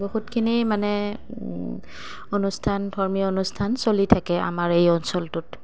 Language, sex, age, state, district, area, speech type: Assamese, female, 30-45, Assam, Goalpara, urban, spontaneous